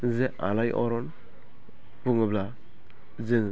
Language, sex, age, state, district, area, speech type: Bodo, male, 18-30, Assam, Baksa, rural, spontaneous